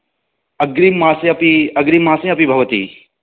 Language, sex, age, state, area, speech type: Sanskrit, male, 18-30, Haryana, rural, conversation